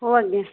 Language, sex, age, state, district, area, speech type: Odia, female, 45-60, Odisha, Angul, rural, conversation